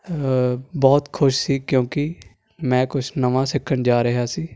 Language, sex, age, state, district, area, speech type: Punjabi, male, 18-30, Punjab, Hoshiarpur, urban, spontaneous